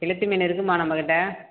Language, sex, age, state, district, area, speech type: Tamil, female, 30-45, Tamil Nadu, Perambalur, rural, conversation